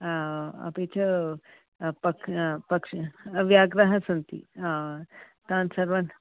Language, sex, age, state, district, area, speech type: Sanskrit, female, 45-60, Karnataka, Bangalore Urban, urban, conversation